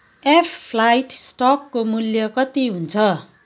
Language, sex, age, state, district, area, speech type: Nepali, female, 45-60, West Bengal, Kalimpong, rural, read